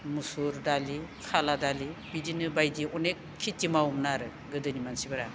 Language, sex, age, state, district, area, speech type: Bodo, female, 60+, Assam, Baksa, urban, spontaneous